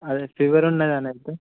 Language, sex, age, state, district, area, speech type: Telugu, male, 30-45, Telangana, Mancherial, rural, conversation